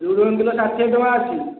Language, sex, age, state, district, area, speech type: Odia, male, 45-60, Odisha, Khordha, rural, conversation